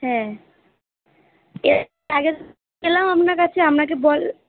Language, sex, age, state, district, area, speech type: Bengali, female, 18-30, West Bengal, Purba Bardhaman, urban, conversation